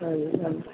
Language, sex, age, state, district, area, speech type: Punjabi, male, 18-30, Punjab, Mohali, rural, conversation